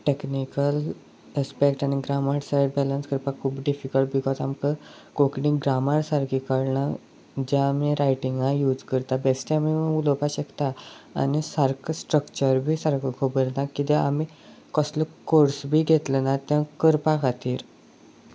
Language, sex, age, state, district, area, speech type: Goan Konkani, male, 18-30, Goa, Sanguem, rural, spontaneous